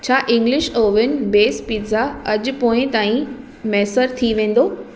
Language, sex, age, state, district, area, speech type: Sindhi, female, 30-45, Maharashtra, Mumbai Suburban, urban, read